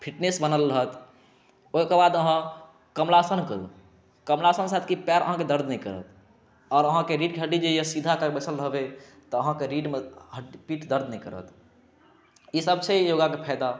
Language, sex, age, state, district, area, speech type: Maithili, male, 18-30, Bihar, Saharsa, rural, spontaneous